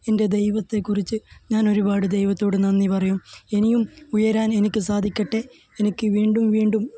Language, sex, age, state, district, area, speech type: Malayalam, male, 18-30, Kerala, Kasaragod, rural, spontaneous